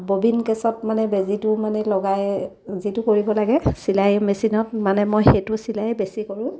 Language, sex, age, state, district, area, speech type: Assamese, female, 30-45, Assam, Sivasagar, rural, spontaneous